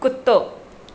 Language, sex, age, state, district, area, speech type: Sindhi, female, 45-60, Gujarat, Surat, urban, read